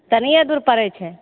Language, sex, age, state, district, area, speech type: Maithili, female, 30-45, Bihar, Begusarai, rural, conversation